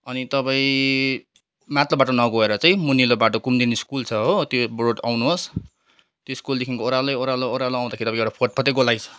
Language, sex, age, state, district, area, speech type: Nepali, male, 30-45, West Bengal, Kalimpong, rural, spontaneous